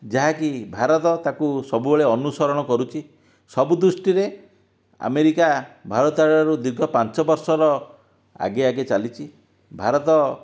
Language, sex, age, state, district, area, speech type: Odia, male, 45-60, Odisha, Dhenkanal, rural, spontaneous